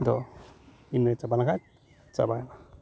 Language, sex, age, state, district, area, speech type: Santali, male, 45-60, West Bengal, Uttar Dinajpur, rural, spontaneous